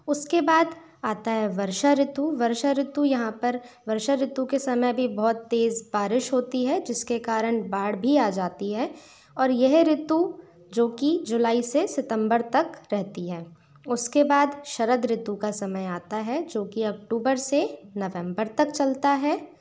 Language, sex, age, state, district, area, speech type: Hindi, female, 30-45, Madhya Pradesh, Bhopal, urban, spontaneous